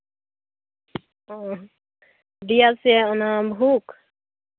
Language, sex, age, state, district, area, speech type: Santali, female, 30-45, West Bengal, Malda, rural, conversation